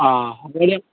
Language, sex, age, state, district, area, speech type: Assamese, male, 18-30, Assam, Morigaon, rural, conversation